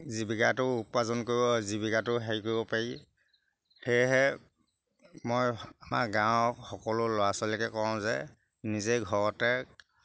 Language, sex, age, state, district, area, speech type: Assamese, male, 60+, Assam, Sivasagar, rural, spontaneous